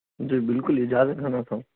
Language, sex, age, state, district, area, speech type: Urdu, male, 18-30, Telangana, Hyderabad, urban, conversation